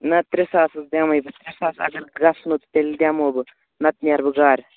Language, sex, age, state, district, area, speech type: Kashmiri, male, 18-30, Jammu and Kashmir, Kupwara, rural, conversation